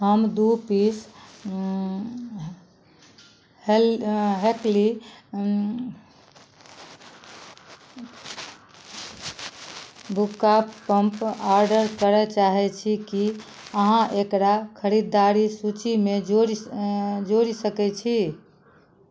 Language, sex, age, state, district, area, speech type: Maithili, female, 60+, Bihar, Madhubani, rural, read